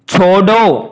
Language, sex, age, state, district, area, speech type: Hindi, male, 45-60, Rajasthan, Karauli, rural, read